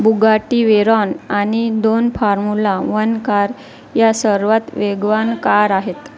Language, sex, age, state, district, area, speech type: Marathi, female, 30-45, Maharashtra, Wardha, rural, read